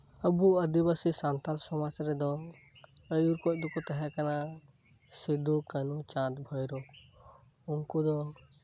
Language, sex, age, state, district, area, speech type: Santali, male, 18-30, West Bengal, Birbhum, rural, spontaneous